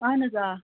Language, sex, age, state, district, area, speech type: Kashmiri, female, 30-45, Jammu and Kashmir, Kupwara, rural, conversation